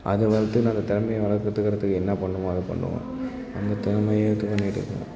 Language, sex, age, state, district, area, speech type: Tamil, male, 18-30, Tamil Nadu, Thanjavur, rural, spontaneous